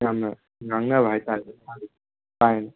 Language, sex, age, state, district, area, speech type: Manipuri, male, 18-30, Manipur, Kangpokpi, urban, conversation